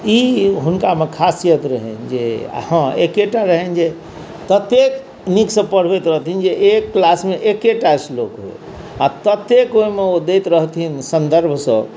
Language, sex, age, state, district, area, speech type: Maithili, male, 45-60, Bihar, Saharsa, urban, spontaneous